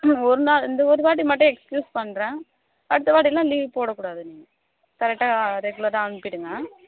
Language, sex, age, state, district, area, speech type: Tamil, female, 30-45, Tamil Nadu, Viluppuram, urban, conversation